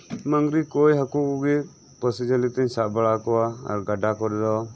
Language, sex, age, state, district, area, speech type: Santali, male, 30-45, West Bengal, Birbhum, rural, spontaneous